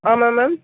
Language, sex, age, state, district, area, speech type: Tamil, female, 18-30, Tamil Nadu, Tirunelveli, rural, conversation